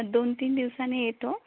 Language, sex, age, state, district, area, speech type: Marathi, female, 18-30, Maharashtra, Beed, urban, conversation